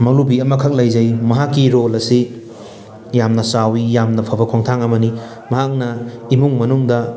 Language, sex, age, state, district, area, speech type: Manipuri, male, 30-45, Manipur, Thoubal, rural, spontaneous